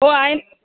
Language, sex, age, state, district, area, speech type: Marathi, female, 18-30, Maharashtra, Washim, rural, conversation